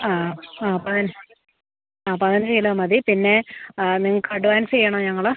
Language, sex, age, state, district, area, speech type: Malayalam, female, 45-60, Kerala, Alappuzha, rural, conversation